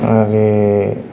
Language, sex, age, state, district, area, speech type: Bodo, male, 30-45, Assam, Kokrajhar, rural, spontaneous